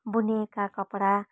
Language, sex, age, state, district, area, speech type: Nepali, female, 45-60, West Bengal, Darjeeling, rural, spontaneous